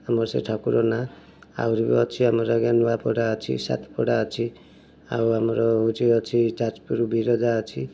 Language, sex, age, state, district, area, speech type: Odia, male, 45-60, Odisha, Kendujhar, urban, spontaneous